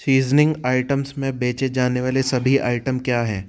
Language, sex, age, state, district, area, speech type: Hindi, male, 30-45, Madhya Pradesh, Jabalpur, urban, read